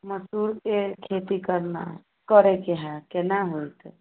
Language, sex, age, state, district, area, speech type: Maithili, female, 45-60, Bihar, Sitamarhi, rural, conversation